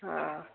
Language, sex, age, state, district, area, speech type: Odia, female, 45-60, Odisha, Gajapati, rural, conversation